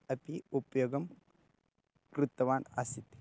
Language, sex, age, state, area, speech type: Sanskrit, male, 18-30, Maharashtra, rural, spontaneous